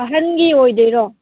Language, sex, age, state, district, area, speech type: Manipuri, female, 18-30, Manipur, Kangpokpi, urban, conversation